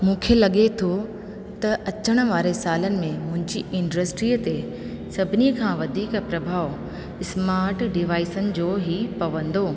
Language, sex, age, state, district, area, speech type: Sindhi, female, 45-60, Rajasthan, Ajmer, urban, spontaneous